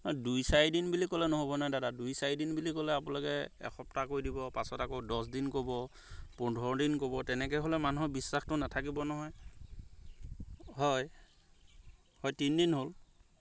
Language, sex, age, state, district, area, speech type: Assamese, male, 30-45, Assam, Golaghat, rural, spontaneous